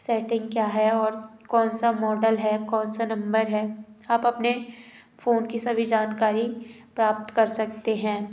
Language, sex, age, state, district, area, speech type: Hindi, female, 18-30, Madhya Pradesh, Gwalior, urban, spontaneous